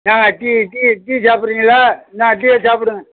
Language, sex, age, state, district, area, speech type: Tamil, male, 60+, Tamil Nadu, Thanjavur, rural, conversation